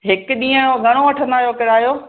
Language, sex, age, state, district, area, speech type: Sindhi, female, 45-60, Gujarat, Kutch, rural, conversation